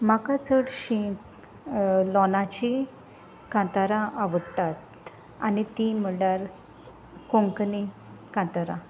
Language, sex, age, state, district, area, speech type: Goan Konkani, female, 30-45, Goa, Salcete, rural, spontaneous